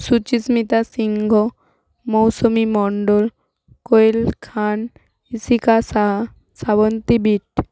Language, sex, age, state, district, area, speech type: Bengali, female, 30-45, West Bengal, Hooghly, urban, spontaneous